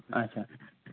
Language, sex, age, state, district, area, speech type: Kashmiri, male, 30-45, Jammu and Kashmir, Kupwara, rural, conversation